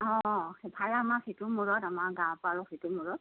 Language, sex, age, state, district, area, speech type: Assamese, female, 60+, Assam, Golaghat, rural, conversation